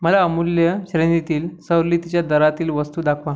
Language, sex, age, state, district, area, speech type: Marathi, male, 30-45, Maharashtra, Akola, urban, read